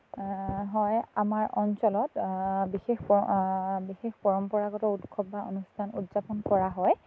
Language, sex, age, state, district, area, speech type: Assamese, female, 18-30, Assam, Sivasagar, rural, spontaneous